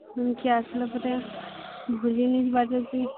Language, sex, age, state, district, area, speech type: Odia, female, 18-30, Odisha, Balangir, urban, conversation